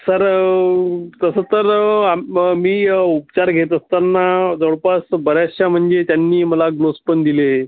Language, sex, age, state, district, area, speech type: Marathi, male, 30-45, Maharashtra, Amravati, rural, conversation